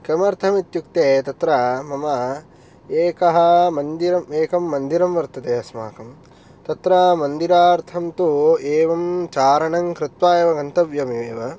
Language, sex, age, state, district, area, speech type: Sanskrit, male, 18-30, Tamil Nadu, Kanchipuram, urban, spontaneous